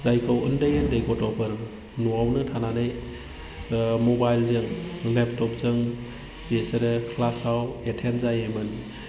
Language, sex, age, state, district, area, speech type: Bodo, male, 30-45, Assam, Udalguri, rural, spontaneous